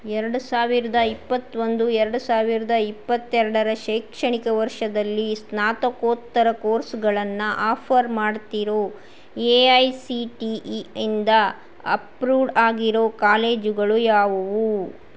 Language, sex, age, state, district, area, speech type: Kannada, female, 45-60, Karnataka, Shimoga, rural, read